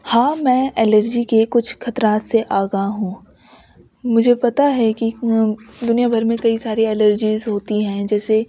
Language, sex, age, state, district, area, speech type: Urdu, female, 18-30, Uttar Pradesh, Ghaziabad, urban, spontaneous